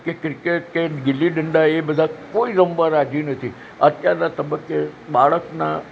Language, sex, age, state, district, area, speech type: Gujarati, male, 60+, Gujarat, Narmada, urban, spontaneous